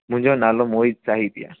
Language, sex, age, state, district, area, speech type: Sindhi, male, 18-30, Gujarat, Junagadh, urban, conversation